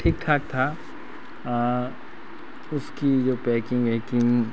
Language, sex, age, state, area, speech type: Hindi, male, 30-45, Madhya Pradesh, rural, spontaneous